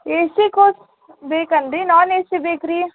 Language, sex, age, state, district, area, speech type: Kannada, female, 18-30, Karnataka, Dharwad, urban, conversation